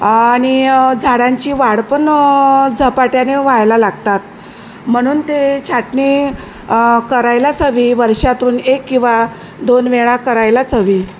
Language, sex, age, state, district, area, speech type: Marathi, female, 45-60, Maharashtra, Wardha, rural, spontaneous